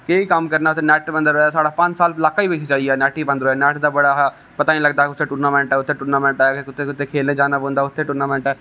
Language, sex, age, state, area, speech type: Dogri, male, 18-30, Jammu and Kashmir, rural, spontaneous